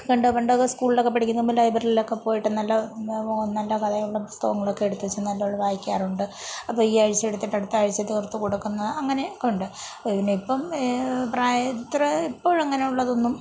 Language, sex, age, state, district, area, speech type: Malayalam, female, 45-60, Kerala, Kollam, rural, spontaneous